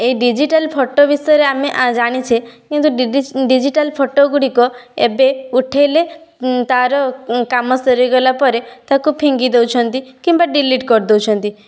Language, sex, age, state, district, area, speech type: Odia, female, 18-30, Odisha, Balasore, rural, spontaneous